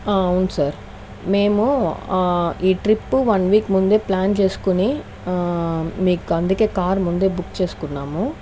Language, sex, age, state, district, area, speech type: Telugu, female, 30-45, Andhra Pradesh, Chittoor, rural, spontaneous